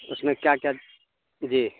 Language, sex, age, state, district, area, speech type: Urdu, male, 18-30, Bihar, Araria, rural, conversation